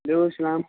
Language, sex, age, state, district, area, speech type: Kashmiri, male, 18-30, Jammu and Kashmir, Shopian, rural, conversation